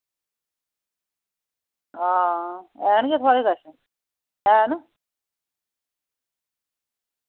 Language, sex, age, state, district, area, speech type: Dogri, female, 45-60, Jammu and Kashmir, Reasi, rural, conversation